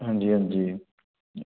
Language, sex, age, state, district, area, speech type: Punjabi, male, 18-30, Punjab, Fazilka, rural, conversation